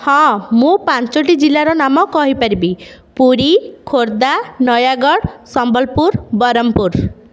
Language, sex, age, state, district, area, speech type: Odia, female, 30-45, Odisha, Puri, urban, spontaneous